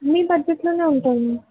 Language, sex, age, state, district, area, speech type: Telugu, female, 18-30, Telangana, Ranga Reddy, rural, conversation